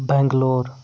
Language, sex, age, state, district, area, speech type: Kashmiri, male, 30-45, Jammu and Kashmir, Srinagar, urban, spontaneous